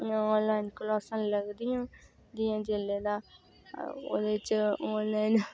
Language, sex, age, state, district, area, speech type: Dogri, female, 18-30, Jammu and Kashmir, Reasi, rural, spontaneous